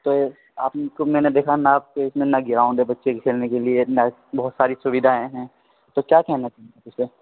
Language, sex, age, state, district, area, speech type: Urdu, male, 30-45, Bihar, Khagaria, rural, conversation